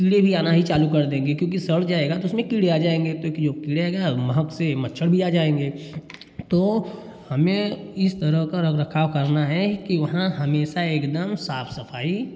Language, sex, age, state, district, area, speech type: Hindi, male, 30-45, Uttar Pradesh, Jaunpur, rural, spontaneous